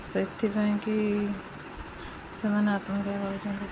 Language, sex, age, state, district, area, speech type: Odia, female, 30-45, Odisha, Jagatsinghpur, rural, spontaneous